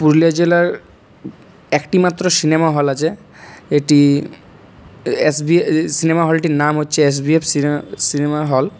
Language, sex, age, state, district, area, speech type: Bengali, male, 30-45, West Bengal, Purulia, urban, spontaneous